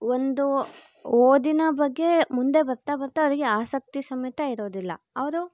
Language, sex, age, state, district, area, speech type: Kannada, female, 18-30, Karnataka, Chitradurga, urban, spontaneous